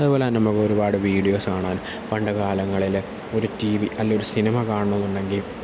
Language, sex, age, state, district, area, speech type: Malayalam, male, 18-30, Kerala, Kollam, rural, spontaneous